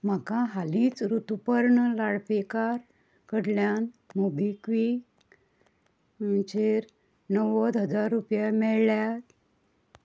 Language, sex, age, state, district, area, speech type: Goan Konkani, female, 60+, Goa, Ponda, rural, read